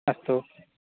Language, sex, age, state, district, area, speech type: Sanskrit, male, 45-60, Karnataka, Udupi, rural, conversation